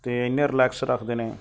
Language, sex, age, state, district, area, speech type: Punjabi, male, 30-45, Punjab, Mansa, urban, spontaneous